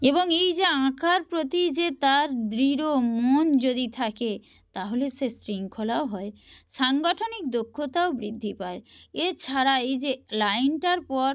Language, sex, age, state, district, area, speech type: Bengali, female, 30-45, West Bengal, Purba Medinipur, rural, spontaneous